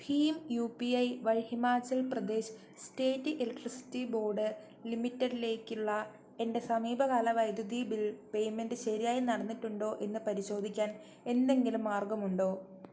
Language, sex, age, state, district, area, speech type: Malayalam, female, 18-30, Kerala, Wayanad, rural, read